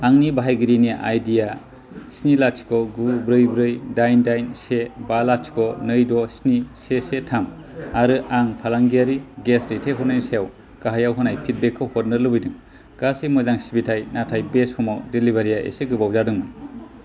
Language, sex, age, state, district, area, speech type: Bodo, male, 30-45, Assam, Kokrajhar, rural, read